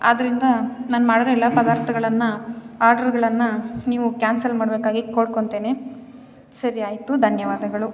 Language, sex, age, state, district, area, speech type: Kannada, female, 18-30, Karnataka, Chikkaballapur, rural, spontaneous